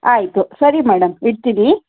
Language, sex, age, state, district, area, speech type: Kannada, female, 30-45, Karnataka, Chikkaballapur, urban, conversation